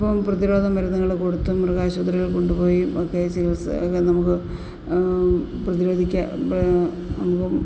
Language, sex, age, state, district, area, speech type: Malayalam, female, 45-60, Kerala, Alappuzha, rural, spontaneous